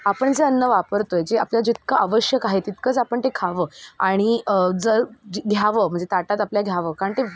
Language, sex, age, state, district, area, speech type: Marathi, female, 18-30, Maharashtra, Mumbai Suburban, urban, spontaneous